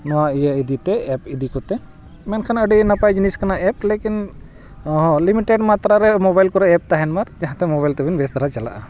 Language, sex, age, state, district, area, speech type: Santali, male, 45-60, Jharkhand, Bokaro, rural, spontaneous